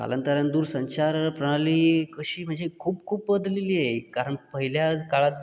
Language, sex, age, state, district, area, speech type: Marathi, male, 45-60, Maharashtra, Buldhana, rural, spontaneous